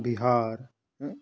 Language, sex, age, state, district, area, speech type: Dogri, male, 18-30, Jammu and Kashmir, Samba, rural, spontaneous